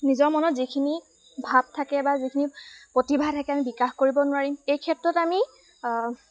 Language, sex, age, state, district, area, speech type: Assamese, female, 18-30, Assam, Lakhimpur, rural, spontaneous